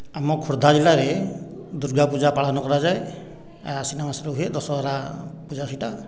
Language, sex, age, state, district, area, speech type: Odia, male, 60+, Odisha, Khordha, rural, spontaneous